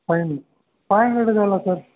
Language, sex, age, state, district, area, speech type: Kannada, male, 30-45, Karnataka, Belgaum, urban, conversation